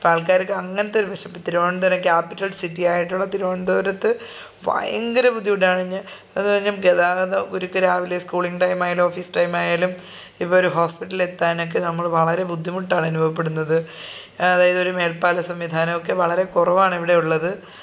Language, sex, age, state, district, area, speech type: Malayalam, female, 30-45, Kerala, Thiruvananthapuram, rural, spontaneous